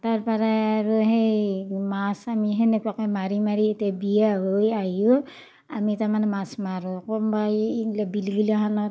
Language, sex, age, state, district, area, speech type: Assamese, female, 60+, Assam, Darrang, rural, spontaneous